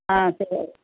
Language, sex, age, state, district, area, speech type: Tamil, female, 60+, Tamil Nadu, Perambalur, rural, conversation